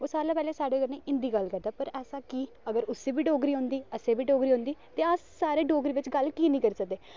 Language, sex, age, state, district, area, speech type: Dogri, male, 18-30, Jammu and Kashmir, Reasi, rural, spontaneous